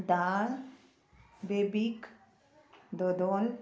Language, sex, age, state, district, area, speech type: Goan Konkani, female, 45-60, Goa, Murmgao, rural, spontaneous